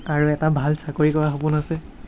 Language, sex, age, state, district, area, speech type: Assamese, male, 18-30, Assam, Nagaon, rural, spontaneous